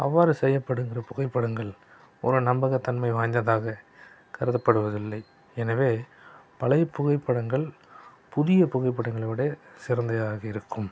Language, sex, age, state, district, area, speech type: Tamil, male, 30-45, Tamil Nadu, Salem, urban, spontaneous